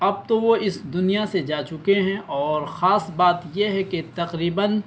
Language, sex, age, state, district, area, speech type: Urdu, male, 18-30, Bihar, Araria, rural, spontaneous